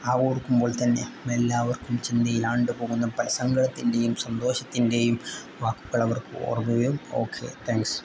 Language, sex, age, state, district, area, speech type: Malayalam, male, 18-30, Kerala, Kozhikode, rural, spontaneous